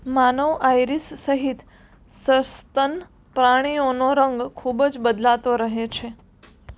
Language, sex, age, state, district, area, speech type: Gujarati, female, 18-30, Gujarat, Surat, urban, read